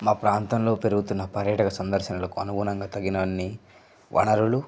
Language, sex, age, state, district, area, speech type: Telugu, male, 18-30, Telangana, Nirmal, rural, spontaneous